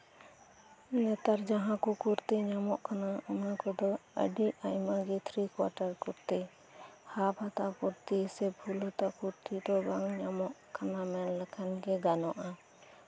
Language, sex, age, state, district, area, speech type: Santali, female, 18-30, West Bengal, Birbhum, rural, spontaneous